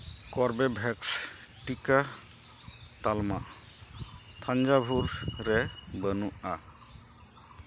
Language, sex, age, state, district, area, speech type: Santali, male, 45-60, West Bengal, Uttar Dinajpur, rural, read